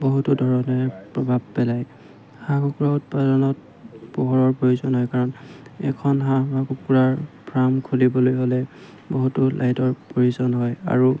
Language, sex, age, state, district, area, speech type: Assamese, male, 30-45, Assam, Golaghat, rural, spontaneous